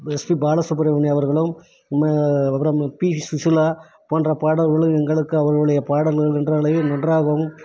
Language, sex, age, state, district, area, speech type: Tamil, male, 45-60, Tamil Nadu, Krishnagiri, rural, spontaneous